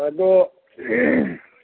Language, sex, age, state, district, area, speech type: Manipuri, male, 45-60, Manipur, Churachandpur, urban, conversation